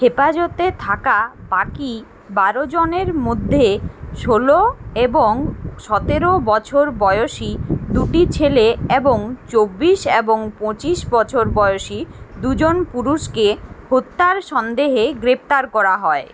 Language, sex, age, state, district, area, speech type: Bengali, female, 30-45, West Bengal, Kolkata, urban, read